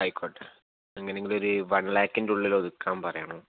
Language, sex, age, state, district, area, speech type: Malayalam, male, 18-30, Kerala, Kozhikode, urban, conversation